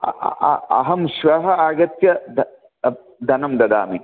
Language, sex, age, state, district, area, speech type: Sanskrit, male, 45-60, Andhra Pradesh, Krishna, urban, conversation